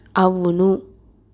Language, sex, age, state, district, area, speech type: Telugu, female, 18-30, Andhra Pradesh, East Godavari, rural, read